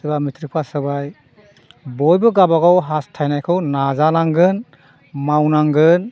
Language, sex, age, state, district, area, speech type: Bodo, male, 60+, Assam, Chirang, rural, spontaneous